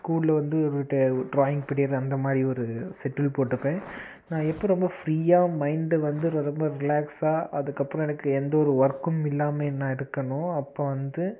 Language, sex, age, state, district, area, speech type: Tamil, male, 18-30, Tamil Nadu, Namakkal, rural, spontaneous